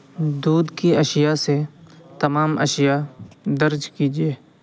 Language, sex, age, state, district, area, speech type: Urdu, male, 18-30, Uttar Pradesh, Saharanpur, urban, read